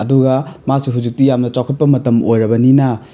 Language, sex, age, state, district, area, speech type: Manipuri, male, 45-60, Manipur, Imphal East, urban, spontaneous